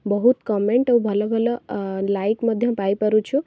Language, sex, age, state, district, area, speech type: Odia, female, 18-30, Odisha, Cuttack, urban, spontaneous